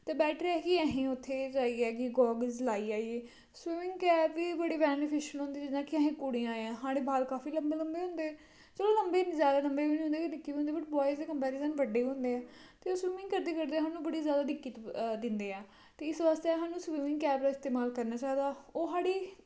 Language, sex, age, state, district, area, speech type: Dogri, female, 30-45, Jammu and Kashmir, Kathua, rural, spontaneous